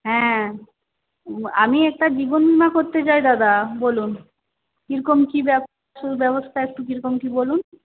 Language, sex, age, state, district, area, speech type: Bengali, female, 45-60, West Bengal, Paschim Medinipur, rural, conversation